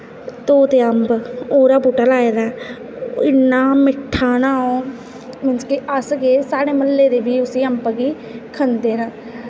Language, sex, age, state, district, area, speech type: Dogri, female, 18-30, Jammu and Kashmir, Kathua, rural, spontaneous